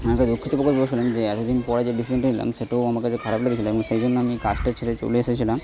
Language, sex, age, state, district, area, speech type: Bengali, male, 30-45, West Bengal, Purba Bardhaman, rural, spontaneous